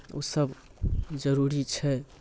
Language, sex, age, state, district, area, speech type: Maithili, male, 30-45, Bihar, Muzaffarpur, urban, spontaneous